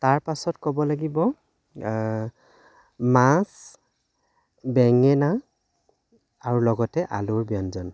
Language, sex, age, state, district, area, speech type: Assamese, male, 45-60, Assam, Dhemaji, rural, spontaneous